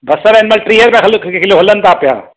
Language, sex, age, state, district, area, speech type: Sindhi, male, 45-60, Madhya Pradesh, Katni, urban, conversation